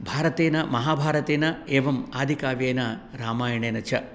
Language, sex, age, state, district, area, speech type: Sanskrit, male, 60+, Telangana, Peddapalli, urban, spontaneous